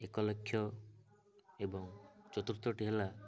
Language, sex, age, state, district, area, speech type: Odia, male, 18-30, Odisha, Malkangiri, urban, spontaneous